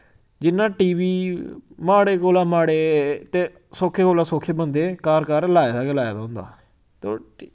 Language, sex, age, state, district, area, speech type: Dogri, male, 18-30, Jammu and Kashmir, Samba, rural, spontaneous